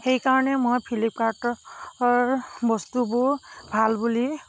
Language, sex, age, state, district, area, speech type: Assamese, female, 45-60, Assam, Morigaon, rural, spontaneous